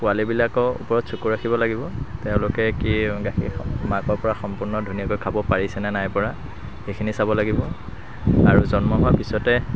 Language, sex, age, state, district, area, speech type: Assamese, male, 30-45, Assam, Sivasagar, rural, spontaneous